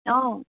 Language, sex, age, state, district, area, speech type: Assamese, female, 30-45, Assam, Dhemaji, rural, conversation